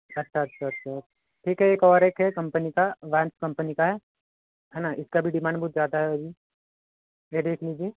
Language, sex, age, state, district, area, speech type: Hindi, male, 30-45, Madhya Pradesh, Balaghat, rural, conversation